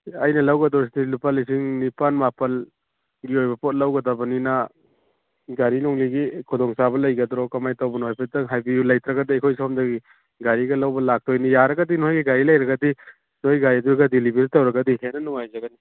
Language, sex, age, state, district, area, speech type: Manipuri, male, 45-60, Manipur, Churachandpur, rural, conversation